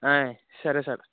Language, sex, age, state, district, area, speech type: Telugu, male, 18-30, Andhra Pradesh, Eluru, urban, conversation